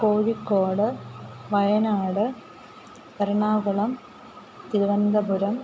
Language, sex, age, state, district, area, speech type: Malayalam, female, 30-45, Kerala, Alappuzha, rural, spontaneous